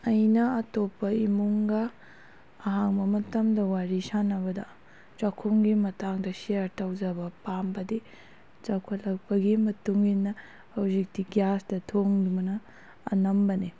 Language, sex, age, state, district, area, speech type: Manipuri, female, 18-30, Manipur, Kakching, rural, spontaneous